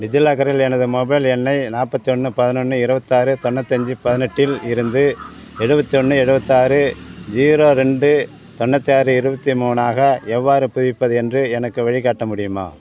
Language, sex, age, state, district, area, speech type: Tamil, male, 60+, Tamil Nadu, Ariyalur, rural, read